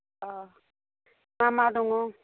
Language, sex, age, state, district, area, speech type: Bodo, female, 30-45, Assam, Baksa, rural, conversation